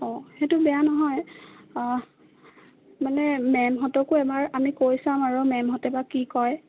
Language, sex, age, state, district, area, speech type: Assamese, female, 18-30, Assam, Jorhat, urban, conversation